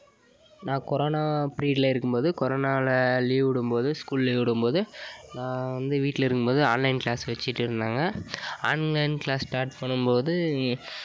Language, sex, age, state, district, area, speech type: Tamil, male, 18-30, Tamil Nadu, Dharmapuri, urban, spontaneous